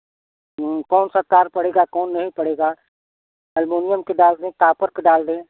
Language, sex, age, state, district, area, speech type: Hindi, male, 30-45, Uttar Pradesh, Prayagraj, urban, conversation